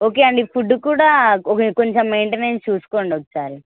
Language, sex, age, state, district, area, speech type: Telugu, female, 18-30, Telangana, Hyderabad, rural, conversation